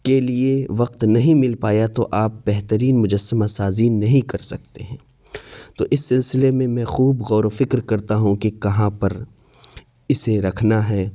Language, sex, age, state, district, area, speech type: Urdu, male, 30-45, Uttar Pradesh, Lucknow, rural, spontaneous